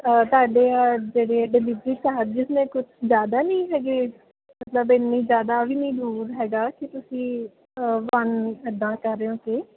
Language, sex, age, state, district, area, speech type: Punjabi, female, 18-30, Punjab, Ludhiana, rural, conversation